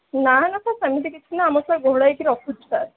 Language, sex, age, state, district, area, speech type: Odia, female, 18-30, Odisha, Jajpur, rural, conversation